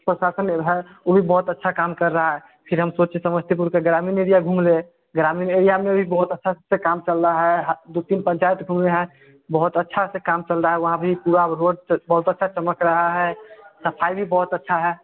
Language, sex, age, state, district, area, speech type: Hindi, male, 18-30, Bihar, Samastipur, urban, conversation